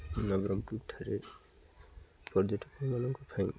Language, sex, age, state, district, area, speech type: Odia, male, 30-45, Odisha, Nabarangpur, urban, spontaneous